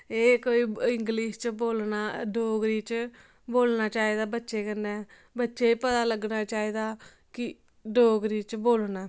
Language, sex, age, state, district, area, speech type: Dogri, female, 18-30, Jammu and Kashmir, Samba, rural, spontaneous